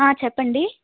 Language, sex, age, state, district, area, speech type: Telugu, female, 18-30, Andhra Pradesh, Nellore, rural, conversation